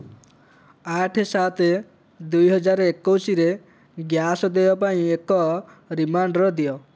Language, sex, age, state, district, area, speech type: Odia, male, 18-30, Odisha, Dhenkanal, rural, read